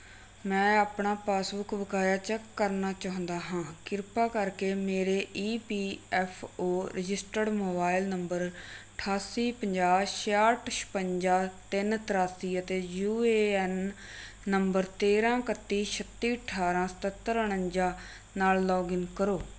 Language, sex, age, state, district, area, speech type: Punjabi, female, 30-45, Punjab, Rupnagar, rural, read